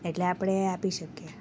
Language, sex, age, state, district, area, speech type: Gujarati, female, 18-30, Gujarat, Surat, rural, spontaneous